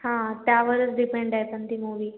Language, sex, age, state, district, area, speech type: Marathi, female, 18-30, Maharashtra, Washim, rural, conversation